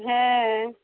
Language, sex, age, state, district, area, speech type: Bengali, female, 30-45, West Bengal, Darjeeling, urban, conversation